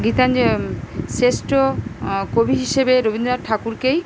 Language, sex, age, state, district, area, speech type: Bengali, female, 30-45, West Bengal, Kolkata, urban, spontaneous